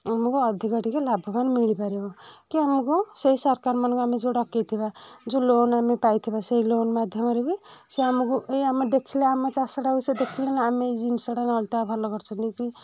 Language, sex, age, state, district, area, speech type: Odia, female, 30-45, Odisha, Kendujhar, urban, spontaneous